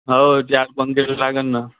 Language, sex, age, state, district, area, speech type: Marathi, male, 18-30, Maharashtra, Nagpur, rural, conversation